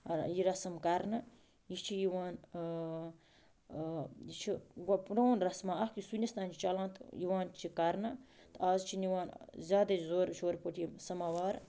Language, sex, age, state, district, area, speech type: Kashmiri, female, 30-45, Jammu and Kashmir, Baramulla, rural, spontaneous